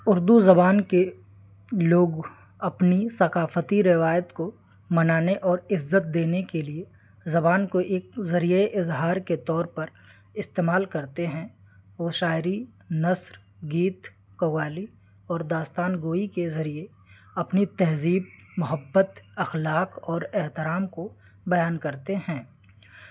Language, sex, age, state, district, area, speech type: Urdu, male, 18-30, Delhi, New Delhi, rural, spontaneous